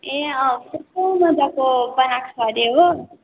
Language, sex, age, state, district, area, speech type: Nepali, female, 18-30, West Bengal, Darjeeling, rural, conversation